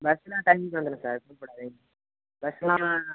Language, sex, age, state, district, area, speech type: Tamil, male, 18-30, Tamil Nadu, Cuddalore, rural, conversation